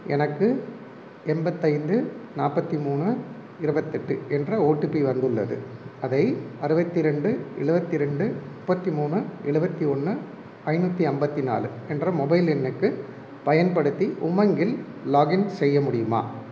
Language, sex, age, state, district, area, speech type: Tamil, male, 45-60, Tamil Nadu, Erode, urban, read